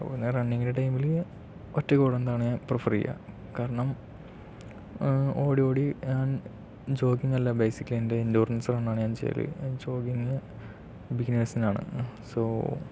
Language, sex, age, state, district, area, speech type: Malayalam, male, 18-30, Kerala, Palakkad, rural, spontaneous